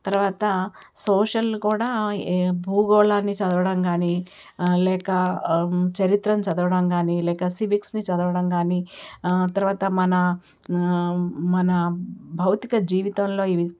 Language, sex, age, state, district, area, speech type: Telugu, female, 60+, Telangana, Ranga Reddy, rural, spontaneous